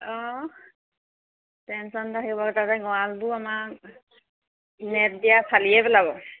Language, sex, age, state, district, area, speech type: Assamese, female, 30-45, Assam, Charaideo, rural, conversation